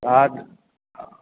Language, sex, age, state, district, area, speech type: Sindhi, male, 45-60, Gujarat, Kutch, rural, conversation